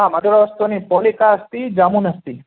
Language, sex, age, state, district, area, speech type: Sanskrit, male, 45-60, Karnataka, Bangalore Urban, urban, conversation